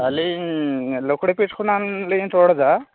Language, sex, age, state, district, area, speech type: Santali, male, 18-30, West Bengal, Malda, rural, conversation